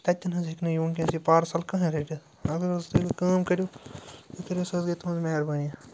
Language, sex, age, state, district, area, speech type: Kashmiri, male, 30-45, Jammu and Kashmir, Srinagar, urban, spontaneous